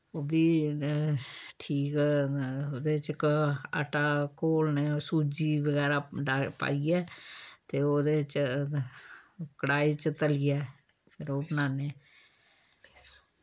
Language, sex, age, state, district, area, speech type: Dogri, female, 60+, Jammu and Kashmir, Samba, rural, spontaneous